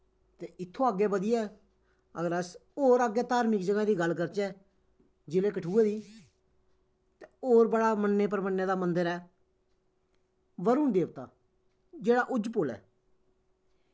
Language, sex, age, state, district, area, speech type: Dogri, male, 30-45, Jammu and Kashmir, Kathua, rural, spontaneous